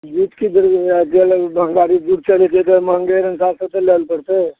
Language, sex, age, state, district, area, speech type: Maithili, male, 60+, Bihar, Purnia, rural, conversation